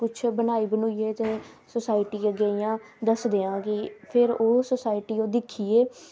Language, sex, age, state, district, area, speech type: Dogri, female, 18-30, Jammu and Kashmir, Samba, rural, spontaneous